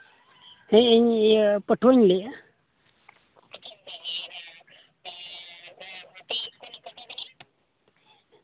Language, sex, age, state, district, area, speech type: Santali, male, 18-30, Jharkhand, Seraikela Kharsawan, rural, conversation